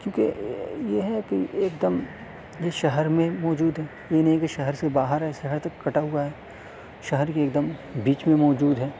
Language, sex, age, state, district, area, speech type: Urdu, male, 18-30, Delhi, South Delhi, urban, spontaneous